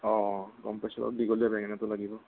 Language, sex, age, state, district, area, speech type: Assamese, male, 60+, Assam, Morigaon, rural, conversation